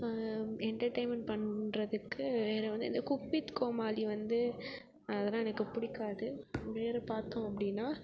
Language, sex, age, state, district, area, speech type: Tamil, female, 18-30, Tamil Nadu, Perambalur, rural, spontaneous